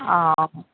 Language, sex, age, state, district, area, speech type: Assamese, female, 60+, Assam, Dhemaji, rural, conversation